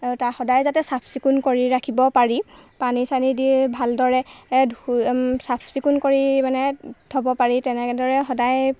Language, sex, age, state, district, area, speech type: Assamese, female, 18-30, Assam, Golaghat, urban, spontaneous